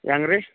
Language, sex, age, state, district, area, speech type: Kannada, male, 30-45, Karnataka, Vijayapura, urban, conversation